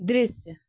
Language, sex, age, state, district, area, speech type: Hindi, female, 30-45, Uttar Pradesh, Mau, rural, read